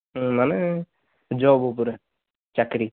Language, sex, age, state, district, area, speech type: Odia, male, 30-45, Odisha, Kandhamal, rural, conversation